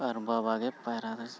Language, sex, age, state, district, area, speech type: Santali, male, 45-60, Jharkhand, Bokaro, rural, spontaneous